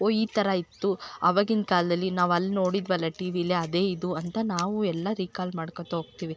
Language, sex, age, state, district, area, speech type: Kannada, female, 18-30, Karnataka, Chikkamagaluru, rural, spontaneous